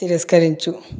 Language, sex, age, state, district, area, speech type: Telugu, male, 18-30, Telangana, Karimnagar, rural, read